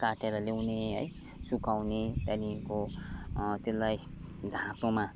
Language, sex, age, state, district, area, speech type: Nepali, male, 30-45, West Bengal, Kalimpong, rural, spontaneous